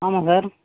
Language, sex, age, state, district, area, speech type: Tamil, male, 45-60, Tamil Nadu, Cuddalore, rural, conversation